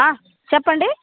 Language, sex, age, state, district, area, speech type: Telugu, female, 30-45, Andhra Pradesh, Nellore, rural, conversation